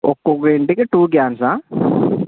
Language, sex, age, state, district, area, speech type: Telugu, male, 18-30, Telangana, Jayashankar, rural, conversation